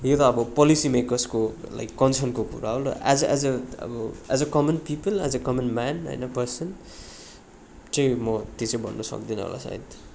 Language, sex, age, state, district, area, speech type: Nepali, male, 30-45, West Bengal, Darjeeling, rural, spontaneous